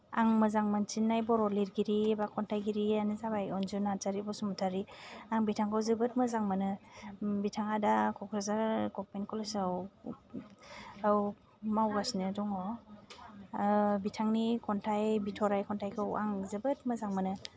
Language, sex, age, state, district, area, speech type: Bodo, female, 30-45, Assam, Kokrajhar, rural, spontaneous